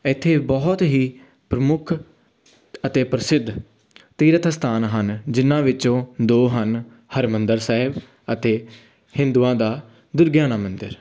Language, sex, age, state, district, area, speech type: Punjabi, male, 18-30, Punjab, Amritsar, urban, spontaneous